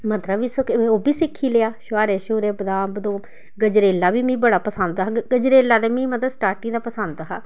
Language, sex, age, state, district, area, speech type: Dogri, female, 30-45, Jammu and Kashmir, Samba, rural, spontaneous